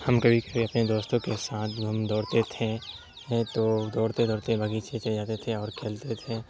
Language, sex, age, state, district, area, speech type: Urdu, male, 30-45, Bihar, Supaul, rural, spontaneous